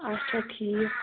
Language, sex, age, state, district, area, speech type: Kashmiri, female, 18-30, Jammu and Kashmir, Anantnag, rural, conversation